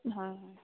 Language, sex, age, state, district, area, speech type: Assamese, female, 30-45, Assam, Dibrugarh, rural, conversation